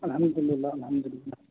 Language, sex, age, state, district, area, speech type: Kashmiri, male, 18-30, Jammu and Kashmir, Ganderbal, rural, conversation